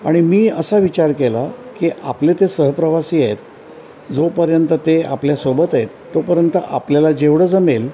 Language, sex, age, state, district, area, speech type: Marathi, male, 60+, Maharashtra, Mumbai Suburban, urban, spontaneous